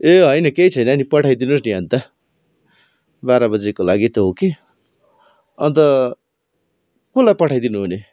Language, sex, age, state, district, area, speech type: Nepali, male, 30-45, West Bengal, Darjeeling, rural, spontaneous